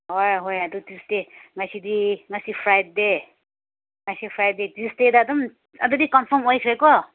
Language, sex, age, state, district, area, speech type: Manipuri, female, 45-60, Manipur, Senapati, rural, conversation